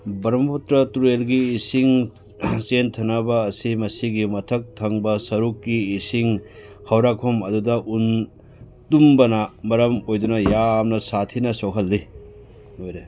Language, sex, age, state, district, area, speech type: Manipuri, male, 60+, Manipur, Churachandpur, urban, read